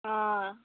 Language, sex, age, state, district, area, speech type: Kannada, female, 18-30, Karnataka, Bidar, urban, conversation